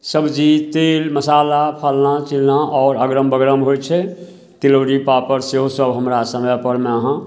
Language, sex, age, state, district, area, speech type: Maithili, male, 60+, Bihar, Samastipur, urban, spontaneous